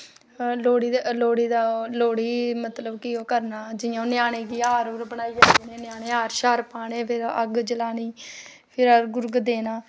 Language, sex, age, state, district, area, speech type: Dogri, female, 30-45, Jammu and Kashmir, Samba, rural, spontaneous